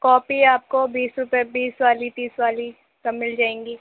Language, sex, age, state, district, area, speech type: Urdu, female, 18-30, Uttar Pradesh, Gautam Buddha Nagar, rural, conversation